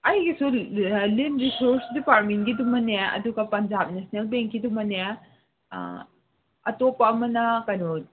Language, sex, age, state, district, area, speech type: Manipuri, female, 18-30, Manipur, Senapati, urban, conversation